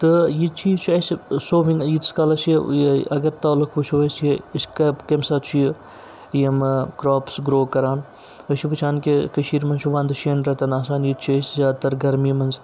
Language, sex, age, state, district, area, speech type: Kashmiri, male, 30-45, Jammu and Kashmir, Srinagar, urban, spontaneous